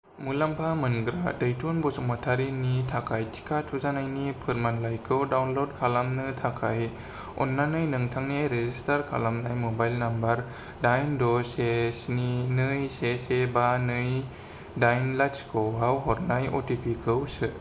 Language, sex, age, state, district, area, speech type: Bodo, male, 30-45, Assam, Kokrajhar, rural, read